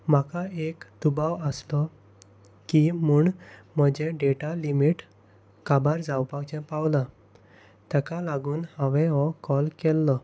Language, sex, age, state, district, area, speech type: Goan Konkani, male, 18-30, Goa, Salcete, rural, spontaneous